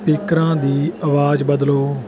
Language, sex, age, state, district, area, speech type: Punjabi, male, 18-30, Punjab, Bathinda, urban, read